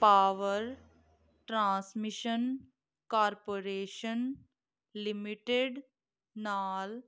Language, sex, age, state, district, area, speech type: Punjabi, female, 18-30, Punjab, Muktsar, urban, read